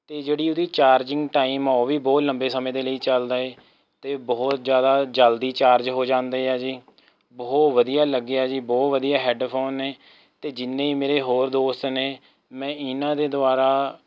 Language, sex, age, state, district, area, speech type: Punjabi, male, 18-30, Punjab, Rupnagar, rural, spontaneous